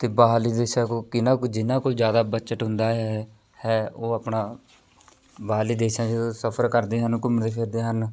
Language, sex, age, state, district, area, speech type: Punjabi, male, 18-30, Punjab, Shaheed Bhagat Singh Nagar, rural, spontaneous